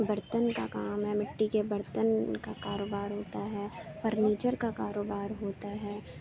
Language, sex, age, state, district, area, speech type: Urdu, female, 30-45, Uttar Pradesh, Aligarh, urban, spontaneous